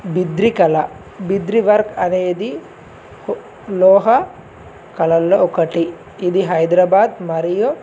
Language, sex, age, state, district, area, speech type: Telugu, male, 18-30, Telangana, Adilabad, urban, spontaneous